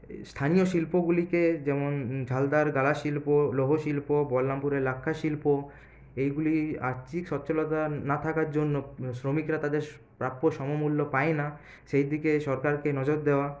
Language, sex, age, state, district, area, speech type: Bengali, male, 30-45, West Bengal, Purulia, urban, spontaneous